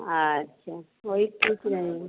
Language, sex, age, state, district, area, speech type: Hindi, female, 45-60, Bihar, Vaishali, rural, conversation